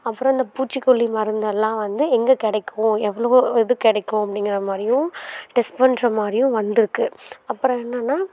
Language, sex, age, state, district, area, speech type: Tamil, female, 18-30, Tamil Nadu, Karur, rural, spontaneous